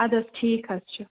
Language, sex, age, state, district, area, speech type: Kashmiri, female, 18-30, Jammu and Kashmir, Ganderbal, rural, conversation